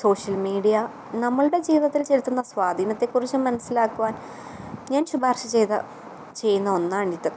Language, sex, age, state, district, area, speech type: Malayalam, female, 18-30, Kerala, Kottayam, rural, spontaneous